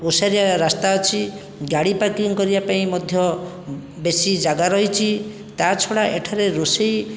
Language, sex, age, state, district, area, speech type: Odia, male, 60+, Odisha, Jajpur, rural, spontaneous